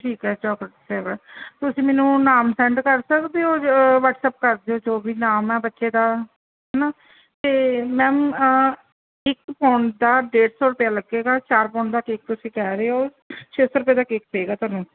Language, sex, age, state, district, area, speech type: Punjabi, female, 30-45, Punjab, Gurdaspur, rural, conversation